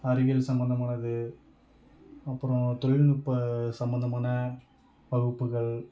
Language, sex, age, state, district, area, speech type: Tamil, male, 45-60, Tamil Nadu, Mayiladuthurai, rural, spontaneous